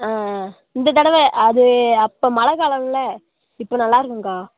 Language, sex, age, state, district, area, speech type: Tamil, male, 18-30, Tamil Nadu, Nagapattinam, rural, conversation